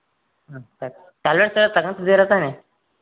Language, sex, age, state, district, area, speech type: Kannada, male, 18-30, Karnataka, Davanagere, rural, conversation